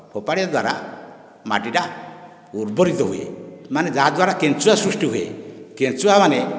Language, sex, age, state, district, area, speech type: Odia, male, 60+, Odisha, Nayagarh, rural, spontaneous